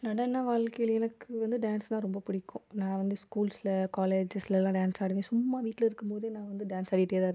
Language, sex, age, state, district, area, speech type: Tamil, female, 18-30, Tamil Nadu, Sivaganga, rural, spontaneous